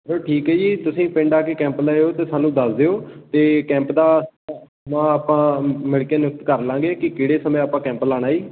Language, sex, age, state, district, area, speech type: Punjabi, male, 18-30, Punjab, Patiala, rural, conversation